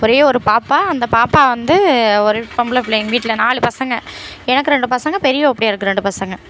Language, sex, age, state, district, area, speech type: Tamil, female, 30-45, Tamil Nadu, Thanjavur, urban, spontaneous